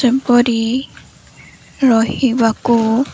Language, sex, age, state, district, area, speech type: Odia, female, 18-30, Odisha, Koraput, urban, spontaneous